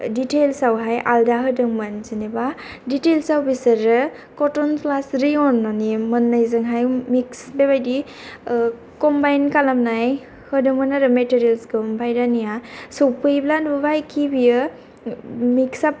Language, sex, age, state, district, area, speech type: Bodo, female, 18-30, Assam, Kokrajhar, rural, spontaneous